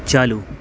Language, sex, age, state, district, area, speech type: Hindi, male, 45-60, Madhya Pradesh, Hoshangabad, rural, read